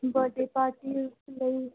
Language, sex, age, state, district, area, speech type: Punjabi, female, 30-45, Punjab, Hoshiarpur, rural, conversation